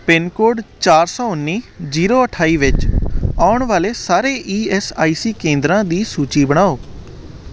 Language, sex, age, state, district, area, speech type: Punjabi, male, 18-30, Punjab, Hoshiarpur, urban, read